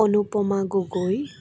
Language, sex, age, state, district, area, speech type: Assamese, female, 18-30, Assam, Dibrugarh, urban, spontaneous